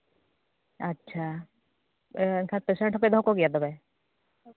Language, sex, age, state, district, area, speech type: Santali, female, 30-45, Jharkhand, Seraikela Kharsawan, rural, conversation